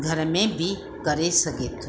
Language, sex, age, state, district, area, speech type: Sindhi, female, 45-60, Rajasthan, Ajmer, urban, spontaneous